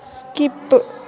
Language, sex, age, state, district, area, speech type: Kannada, female, 18-30, Karnataka, Chikkaballapur, rural, read